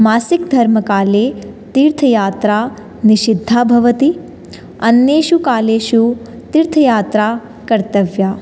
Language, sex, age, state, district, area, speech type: Sanskrit, female, 18-30, Rajasthan, Jaipur, urban, spontaneous